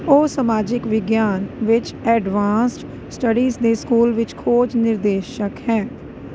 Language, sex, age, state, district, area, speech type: Punjabi, female, 30-45, Punjab, Kapurthala, urban, read